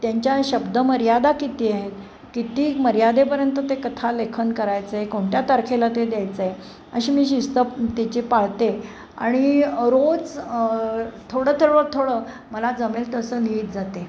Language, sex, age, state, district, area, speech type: Marathi, female, 60+, Maharashtra, Pune, urban, spontaneous